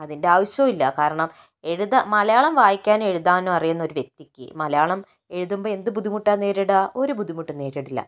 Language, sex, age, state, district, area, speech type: Malayalam, female, 18-30, Kerala, Kozhikode, urban, spontaneous